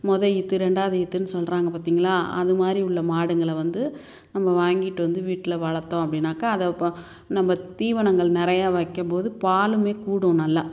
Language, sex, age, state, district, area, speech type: Tamil, female, 60+, Tamil Nadu, Tiruchirappalli, rural, spontaneous